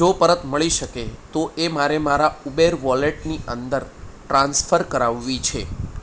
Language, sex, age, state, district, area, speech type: Gujarati, male, 30-45, Gujarat, Kheda, urban, spontaneous